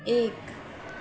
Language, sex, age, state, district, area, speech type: Hindi, female, 18-30, Uttar Pradesh, Azamgarh, rural, read